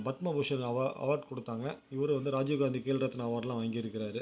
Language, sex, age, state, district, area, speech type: Tamil, male, 18-30, Tamil Nadu, Ariyalur, rural, spontaneous